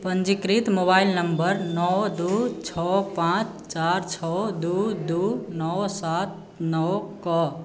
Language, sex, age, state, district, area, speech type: Maithili, male, 18-30, Bihar, Sitamarhi, urban, read